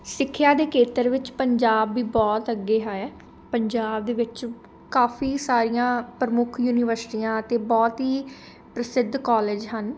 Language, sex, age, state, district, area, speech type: Punjabi, female, 18-30, Punjab, Shaheed Bhagat Singh Nagar, urban, spontaneous